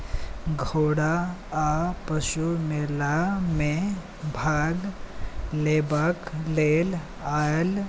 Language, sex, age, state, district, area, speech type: Maithili, male, 18-30, Bihar, Saharsa, rural, read